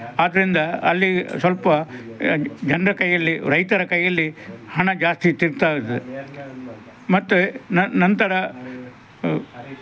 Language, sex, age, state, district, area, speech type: Kannada, male, 60+, Karnataka, Udupi, rural, spontaneous